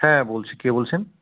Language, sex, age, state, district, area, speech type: Bengali, male, 45-60, West Bengal, South 24 Parganas, rural, conversation